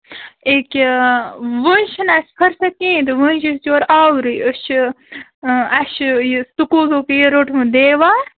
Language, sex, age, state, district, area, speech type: Kashmiri, female, 30-45, Jammu and Kashmir, Bandipora, rural, conversation